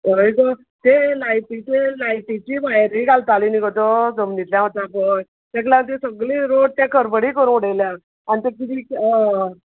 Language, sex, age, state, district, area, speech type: Goan Konkani, female, 45-60, Goa, Quepem, rural, conversation